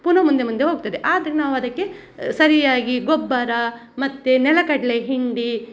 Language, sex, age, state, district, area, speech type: Kannada, female, 45-60, Karnataka, Udupi, rural, spontaneous